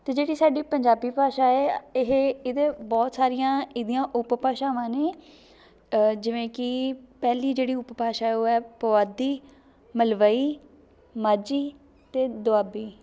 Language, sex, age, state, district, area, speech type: Punjabi, female, 18-30, Punjab, Shaheed Bhagat Singh Nagar, rural, spontaneous